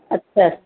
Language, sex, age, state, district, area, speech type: Marathi, female, 60+, Maharashtra, Nanded, urban, conversation